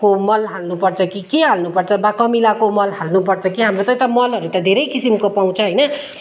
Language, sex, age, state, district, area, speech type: Nepali, female, 30-45, West Bengal, Kalimpong, rural, spontaneous